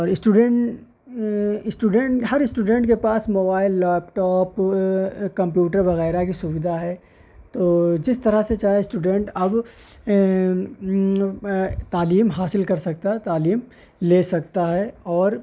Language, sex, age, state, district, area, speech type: Urdu, male, 18-30, Uttar Pradesh, Shahjahanpur, urban, spontaneous